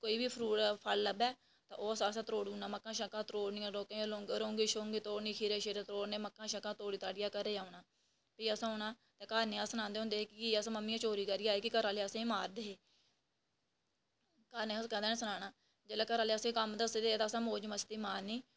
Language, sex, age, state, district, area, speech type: Dogri, female, 18-30, Jammu and Kashmir, Reasi, rural, spontaneous